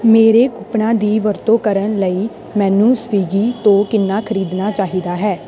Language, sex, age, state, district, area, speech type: Punjabi, female, 18-30, Punjab, Tarn Taran, rural, read